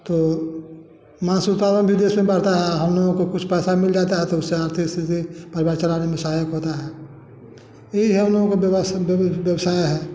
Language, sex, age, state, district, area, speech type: Hindi, male, 60+, Bihar, Samastipur, rural, spontaneous